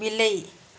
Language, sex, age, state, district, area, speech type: Odia, female, 30-45, Odisha, Sundergarh, urban, read